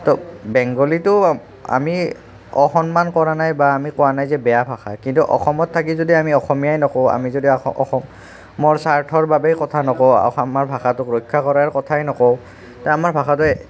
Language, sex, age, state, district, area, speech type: Assamese, male, 30-45, Assam, Nalbari, urban, spontaneous